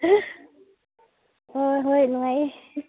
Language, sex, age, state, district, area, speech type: Manipuri, female, 45-60, Manipur, Ukhrul, rural, conversation